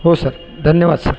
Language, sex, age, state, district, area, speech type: Marathi, male, 30-45, Maharashtra, Buldhana, urban, spontaneous